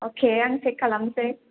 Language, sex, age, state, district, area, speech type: Bodo, female, 18-30, Assam, Kokrajhar, urban, conversation